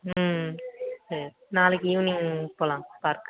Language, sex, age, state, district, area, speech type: Tamil, female, 30-45, Tamil Nadu, Pudukkottai, urban, conversation